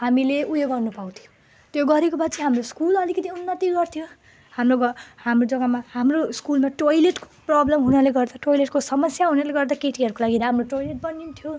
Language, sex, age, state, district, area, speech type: Nepali, female, 18-30, West Bengal, Jalpaiguri, rural, spontaneous